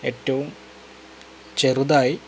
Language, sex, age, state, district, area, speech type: Malayalam, male, 30-45, Kerala, Malappuram, rural, spontaneous